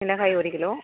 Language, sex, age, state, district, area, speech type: Tamil, female, 30-45, Tamil Nadu, Cuddalore, rural, conversation